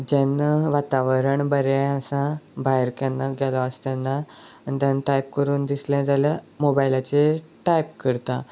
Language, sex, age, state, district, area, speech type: Goan Konkani, male, 18-30, Goa, Sanguem, rural, spontaneous